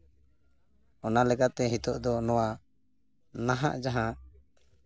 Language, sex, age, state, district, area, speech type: Santali, male, 30-45, West Bengal, Purulia, rural, spontaneous